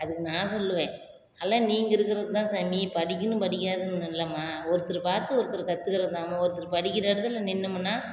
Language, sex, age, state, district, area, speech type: Tamil, female, 30-45, Tamil Nadu, Salem, rural, spontaneous